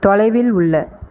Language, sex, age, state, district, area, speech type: Tamil, female, 30-45, Tamil Nadu, Erode, rural, read